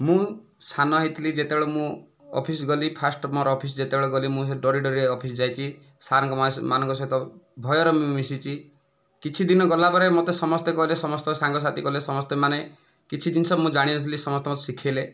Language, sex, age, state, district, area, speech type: Odia, male, 45-60, Odisha, Kandhamal, rural, spontaneous